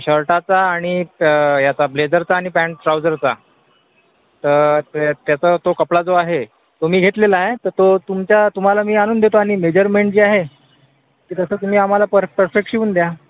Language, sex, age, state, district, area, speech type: Marathi, male, 30-45, Maharashtra, Akola, urban, conversation